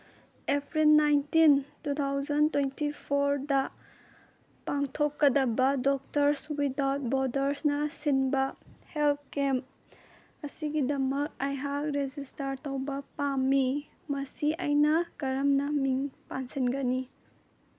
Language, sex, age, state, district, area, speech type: Manipuri, female, 18-30, Manipur, Senapati, urban, read